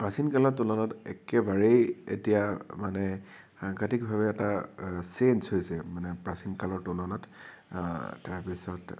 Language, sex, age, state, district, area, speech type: Assamese, male, 18-30, Assam, Nagaon, rural, spontaneous